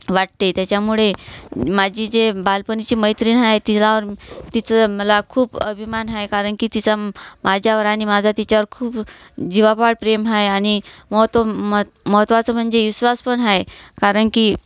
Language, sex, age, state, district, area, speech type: Marathi, female, 45-60, Maharashtra, Washim, rural, spontaneous